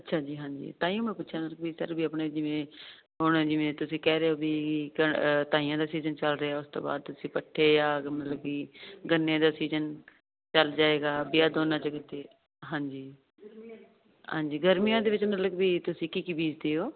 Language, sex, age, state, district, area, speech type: Punjabi, female, 30-45, Punjab, Fazilka, rural, conversation